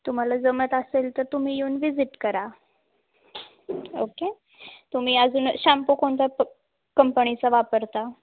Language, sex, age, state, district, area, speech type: Marathi, female, 18-30, Maharashtra, Osmanabad, rural, conversation